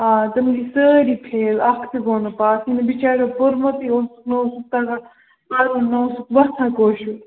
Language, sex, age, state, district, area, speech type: Kashmiri, female, 18-30, Jammu and Kashmir, Kupwara, rural, conversation